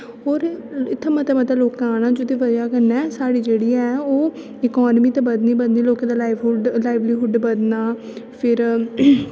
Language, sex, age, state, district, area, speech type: Dogri, female, 18-30, Jammu and Kashmir, Kathua, rural, spontaneous